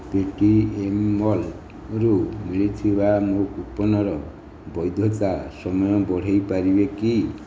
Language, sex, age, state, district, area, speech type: Odia, male, 60+, Odisha, Nayagarh, rural, read